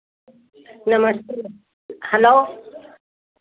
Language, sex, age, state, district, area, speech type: Hindi, female, 60+, Uttar Pradesh, Hardoi, rural, conversation